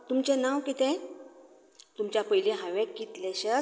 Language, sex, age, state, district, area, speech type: Goan Konkani, female, 60+, Goa, Canacona, rural, spontaneous